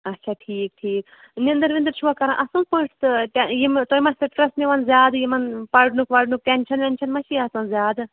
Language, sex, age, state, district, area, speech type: Kashmiri, female, 30-45, Jammu and Kashmir, Shopian, urban, conversation